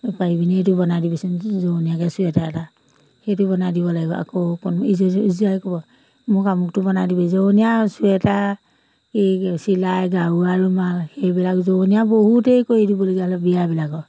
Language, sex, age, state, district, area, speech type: Assamese, female, 45-60, Assam, Majuli, urban, spontaneous